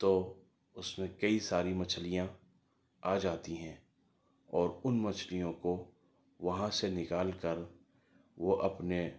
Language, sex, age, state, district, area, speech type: Urdu, male, 30-45, Delhi, Central Delhi, urban, spontaneous